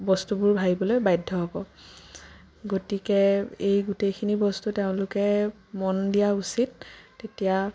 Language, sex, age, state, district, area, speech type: Assamese, female, 18-30, Assam, Sonitpur, rural, spontaneous